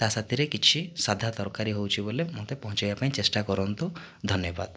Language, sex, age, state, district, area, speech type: Odia, male, 30-45, Odisha, Kandhamal, rural, spontaneous